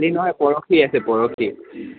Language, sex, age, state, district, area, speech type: Assamese, male, 18-30, Assam, Udalguri, rural, conversation